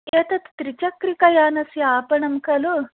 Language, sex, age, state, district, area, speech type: Sanskrit, female, 18-30, Karnataka, Dakshina Kannada, rural, conversation